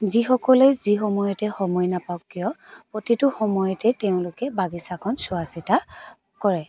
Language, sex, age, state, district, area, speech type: Assamese, female, 30-45, Assam, Dibrugarh, rural, spontaneous